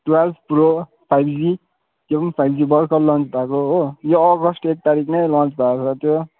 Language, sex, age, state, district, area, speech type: Nepali, male, 18-30, West Bengal, Kalimpong, rural, conversation